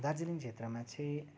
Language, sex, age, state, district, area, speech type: Nepali, male, 30-45, West Bengal, Darjeeling, rural, spontaneous